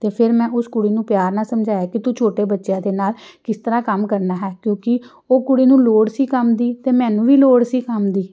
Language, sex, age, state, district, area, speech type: Punjabi, female, 45-60, Punjab, Amritsar, urban, spontaneous